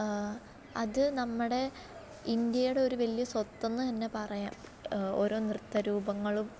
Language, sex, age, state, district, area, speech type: Malayalam, female, 18-30, Kerala, Alappuzha, rural, spontaneous